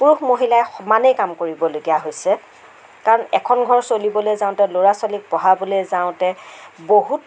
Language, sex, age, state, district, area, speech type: Assamese, female, 60+, Assam, Darrang, rural, spontaneous